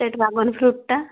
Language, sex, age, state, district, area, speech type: Odia, female, 18-30, Odisha, Mayurbhanj, rural, conversation